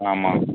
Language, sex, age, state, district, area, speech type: Tamil, male, 60+, Tamil Nadu, Tiruvarur, rural, conversation